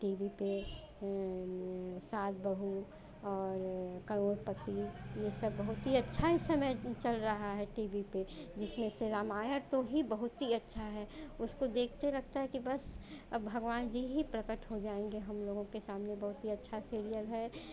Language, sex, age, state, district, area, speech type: Hindi, female, 45-60, Uttar Pradesh, Chandauli, rural, spontaneous